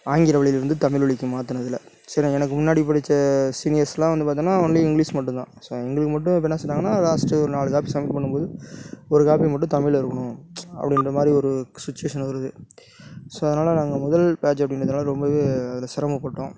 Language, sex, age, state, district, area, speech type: Tamil, male, 30-45, Tamil Nadu, Tiruchirappalli, rural, spontaneous